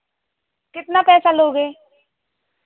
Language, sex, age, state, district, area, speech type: Hindi, female, 18-30, Madhya Pradesh, Seoni, urban, conversation